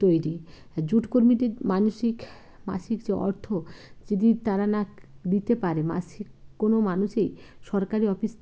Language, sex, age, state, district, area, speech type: Bengali, female, 60+, West Bengal, Bankura, urban, spontaneous